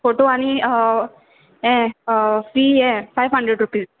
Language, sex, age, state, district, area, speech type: Goan Konkani, female, 18-30, Goa, Salcete, rural, conversation